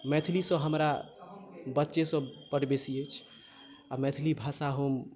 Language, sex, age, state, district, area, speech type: Maithili, other, 18-30, Bihar, Madhubani, rural, spontaneous